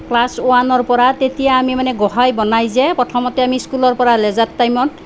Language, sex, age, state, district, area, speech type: Assamese, female, 45-60, Assam, Nalbari, rural, spontaneous